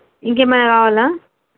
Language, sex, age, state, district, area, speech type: Telugu, female, 30-45, Telangana, Jangaon, rural, conversation